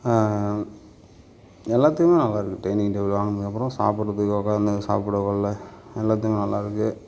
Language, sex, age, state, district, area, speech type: Tamil, male, 60+, Tamil Nadu, Sivaganga, urban, spontaneous